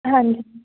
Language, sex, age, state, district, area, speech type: Punjabi, female, 18-30, Punjab, Fazilka, rural, conversation